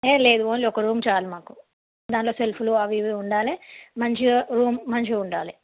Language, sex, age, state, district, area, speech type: Telugu, female, 30-45, Telangana, Karimnagar, rural, conversation